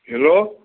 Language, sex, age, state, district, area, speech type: Assamese, male, 60+, Assam, Sivasagar, rural, conversation